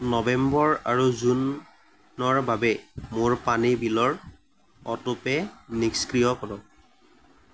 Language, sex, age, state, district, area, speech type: Assamese, male, 18-30, Assam, Morigaon, rural, read